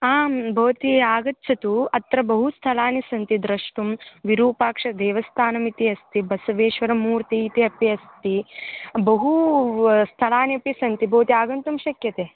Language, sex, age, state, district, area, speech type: Sanskrit, female, 18-30, Karnataka, Gadag, urban, conversation